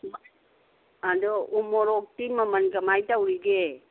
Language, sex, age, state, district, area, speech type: Manipuri, female, 60+, Manipur, Kangpokpi, urban, conversation